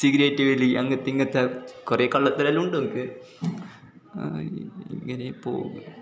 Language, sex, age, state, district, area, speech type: Malayalam, male, 18-30, Kerala, Kasaragod, rural, spontaneous